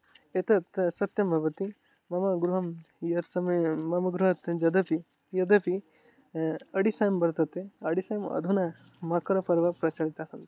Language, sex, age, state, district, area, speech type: Sanskrit, male, 18-30, Odisha, Mayurbhanj, rural, spontaneous